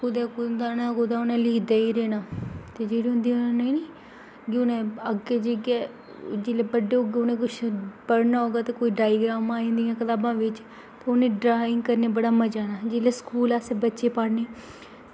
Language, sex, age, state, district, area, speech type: Dogri, female, 18-30, Jammu and Kashmir, Kathua, rural, spontaneous